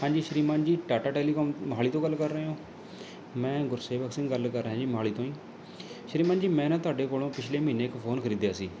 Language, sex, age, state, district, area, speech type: Punjabi, male, 30-45, Punjab, Mohali, urban, spontaneous